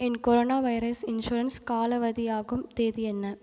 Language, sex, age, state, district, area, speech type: Tamil, female, 30-45, Tamil Nadu, Ariyalur, rural, read